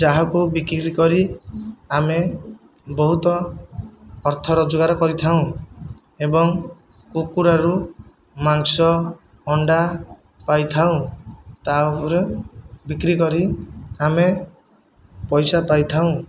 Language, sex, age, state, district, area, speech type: Odia, male, 30-45, Odisha, Jajpur, rural, spontaneous